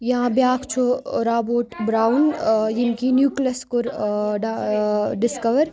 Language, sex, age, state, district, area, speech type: Kashmiri, female, 18-30, Jammu and Kashmir, Baramulla, rural, spontaneous